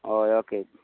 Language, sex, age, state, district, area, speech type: Goan Konkani, male, 45-60, Goa, Tiswadi, rural, conversation